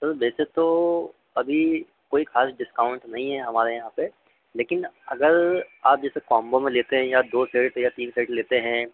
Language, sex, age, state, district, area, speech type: Hindi, male, 30-45, Madhya Pradesh, Harda, urban, conversation